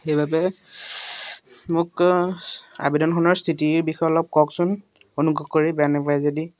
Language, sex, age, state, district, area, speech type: Assamese, male, 18-30, Assam, Majuli, urban, spontaneous